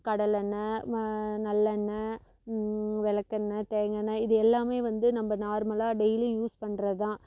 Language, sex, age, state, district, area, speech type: Tamil, female, 30-45, Tamil Nadu, Namakkal, rural, spontaneous